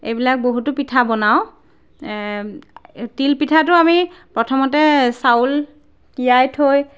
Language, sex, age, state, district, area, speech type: Assamese, female, 30-45, Assam, Golaghat, urban, spontaneous